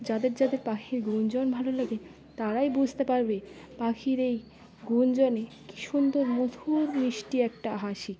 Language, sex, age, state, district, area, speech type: Bengali, female, 18-30, West Bengal, Birbhum, urban, spontaneous